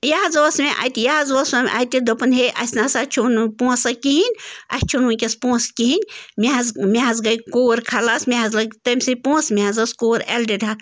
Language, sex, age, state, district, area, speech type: Kashmiri, female, 30-45, Jammu and Kashmir, Bandipora, rural, spontaneous